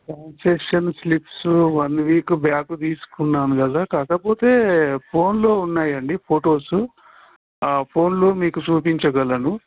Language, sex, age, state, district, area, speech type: Telugu, male, 60+, Telangana, Warangal, urban, conversation